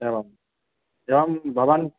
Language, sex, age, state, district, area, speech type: Sanskrit, male, 18-30, West Bengal, Purba Bardhaman, rural, conversation